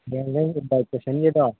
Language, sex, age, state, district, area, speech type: Manipuri, male, 30-45, Manipur, Thoubal, rural, conversation